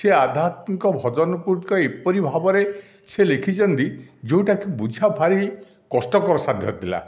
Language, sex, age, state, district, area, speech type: Odia, male, 60+, Odisha, Dhenkanal, rural, spontaneous